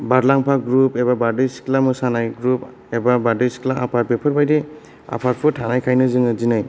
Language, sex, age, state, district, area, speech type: Bodo, male, 18-30, Assam, Kokrajhar, urban, spontaneous